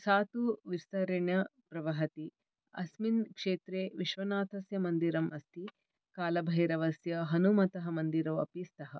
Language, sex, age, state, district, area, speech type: Sanskrit, female, 45-60, Karnataka, Bangalore Urban, urban, spontaneous